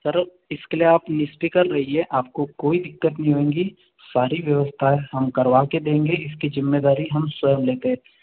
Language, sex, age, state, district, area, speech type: Hindi, male, 45-60, Madhya Pradesh, Balaghat, rural, conversation